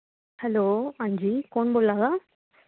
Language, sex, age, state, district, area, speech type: Dogri, female, 30-45, Jammu and Kashmir, Kathua, rural, conversation